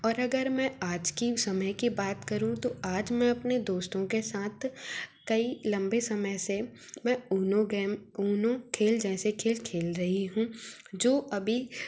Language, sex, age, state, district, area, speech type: Hindi, female, 30-45, Madhya Pradesh, Bhopal, urban, spontaneous